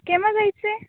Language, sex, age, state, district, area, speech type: Marathi, female, 18-30, Maharashtra, Nanded, rural, conversation